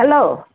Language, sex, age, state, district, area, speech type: Assamese, female, 60+, Assam, Lakhimpur, urban, conversation